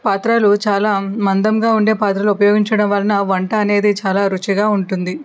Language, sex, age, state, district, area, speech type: Telugu, female, 45-60, Andhra Pradesh, N T Rama Rao, urban, spontaneous